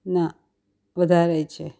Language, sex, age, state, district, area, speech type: Gujarati, female, 45-60, Gujarat, Surat, urban, spontaneous